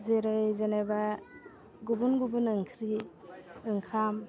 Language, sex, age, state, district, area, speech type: Bodo, female, 30-45, Assam, Udalguri, urban, spontaneous